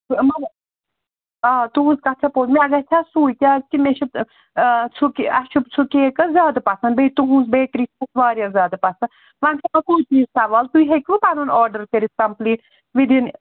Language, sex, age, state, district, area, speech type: Kashmiri, female, 60+, Jammu and Kashmir, Srinagar, urban, conversation